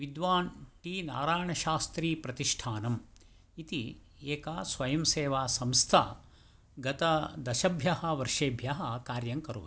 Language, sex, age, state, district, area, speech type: Sanskrit, male, 60+, Karnataka, Tumkur, urban, spontaneous